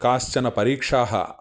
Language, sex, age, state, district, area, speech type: Sanskrit, male, 45-60, Telangana, Ranga Reddy, urban, spontaneous